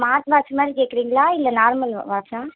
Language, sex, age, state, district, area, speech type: Tamil, female, 18-30, Tamil Nadu, Madurai, urban, conversation